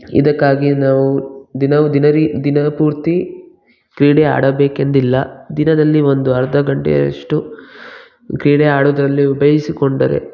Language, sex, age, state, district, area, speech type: Kannada, male, 18-30, Karnataka, Bangalore Rural, rural, spontaneous